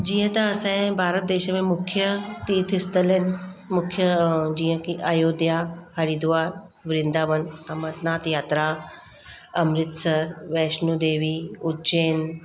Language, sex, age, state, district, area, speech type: Sindhi, female, 30-45, Maharashtra, Mumbai Suburban, urban, spontaneous